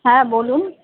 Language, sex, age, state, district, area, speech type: Bengali, female, 45-60, West Bengal, Kolkata, urban, conversation